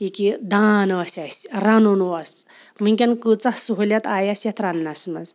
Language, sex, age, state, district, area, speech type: Kashmiri, female, 45-60, Jammu and Kashmir, Shopian, rural, spontaneous